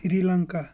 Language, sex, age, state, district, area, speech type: Kashmiri, male, 18-30, Jammu and Kashmir, Shopian, rural, spontaneous